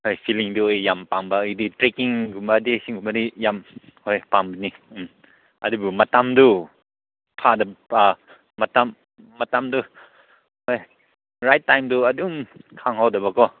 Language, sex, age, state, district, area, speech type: Manipuri, male, 30-45, Manipur, Ukhrul, rural, conversation